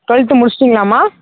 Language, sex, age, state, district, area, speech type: Tamil, female, 18-30, Tamil Nadu, Thanjavur, rural, conversation